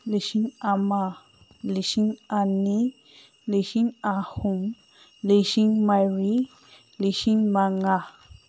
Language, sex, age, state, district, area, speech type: Manipuri, female, 30-45, Manipur, Senapati, rural, spontaneous